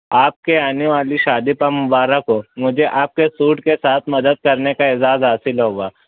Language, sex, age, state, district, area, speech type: Urdu, male, 60+, Maharashtra, Nashik, urban, conversation